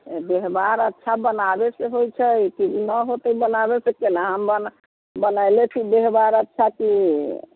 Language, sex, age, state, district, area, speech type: Maithili, female, 60+, Bihar, Muzaffarpur, rural, conversation